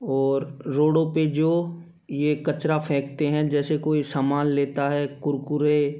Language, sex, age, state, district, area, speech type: Hindi, male, 18-30, Madhya Pradesh, Gwalior, rural, spontaneous